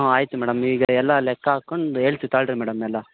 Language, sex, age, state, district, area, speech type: Kannada, male, 18-30, Karnataka, Chitradurga, rural, conversation